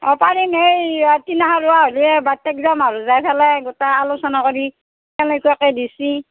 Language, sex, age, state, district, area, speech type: Assamese, female, 45-60, Assam, Darrang, rural, conversation